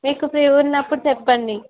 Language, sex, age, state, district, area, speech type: Telugu, female, 18-30, Telangana, Ranga Reddy, urban, conversation